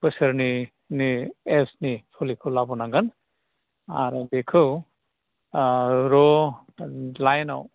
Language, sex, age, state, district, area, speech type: Bodo, male, 60+, Assam, Udalguri, urban, conversation